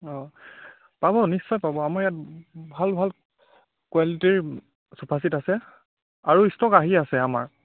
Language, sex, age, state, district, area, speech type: Assamese, male, 18-30, Assam, Charaideo, rural, conversation